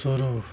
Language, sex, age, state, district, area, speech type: Hindi, male, 60+, Uttar Pradesh, Mau, rural, read